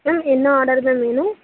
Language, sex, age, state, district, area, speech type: Tamil, female, 18-30, Tamil Nadu, Tiruppur, urban, conversation